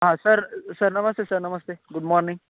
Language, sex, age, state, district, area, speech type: Kannada, male, 18-30, Karnataka, Shimoga, rural, conversation